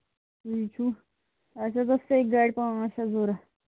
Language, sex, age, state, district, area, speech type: Kashmiri, female, 45-60, Jammu and Kashmir, Ganderbal, rural, conversation